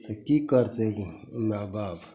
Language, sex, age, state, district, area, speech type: Maithili, male, 60+, Bihar, Madhepura, rural, spontaneous